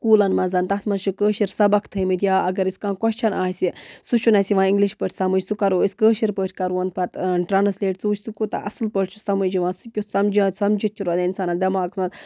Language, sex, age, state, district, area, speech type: Kashmiri, female, 45-60, Jammu and Kashmir, Budgam, rural, spontaneous